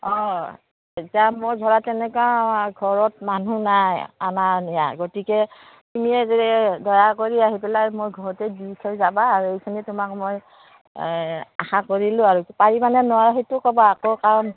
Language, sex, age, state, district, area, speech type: Assamese, female, 60+, Assam, Udalguri, rural, conversation